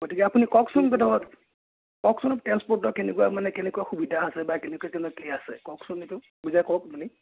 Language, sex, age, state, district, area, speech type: Assamese, male, 60+, Assam, Nagaon, rural, conversation